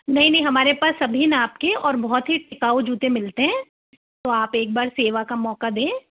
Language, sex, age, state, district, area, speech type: Hindi, male, 30-45, Rajasthan, Jaipur, urban, conversation